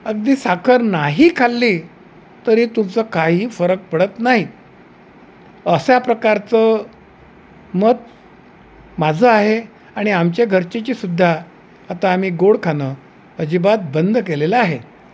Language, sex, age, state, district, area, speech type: Marathi, male, 60+, Maharashtra, Wardha, urban, spontaneous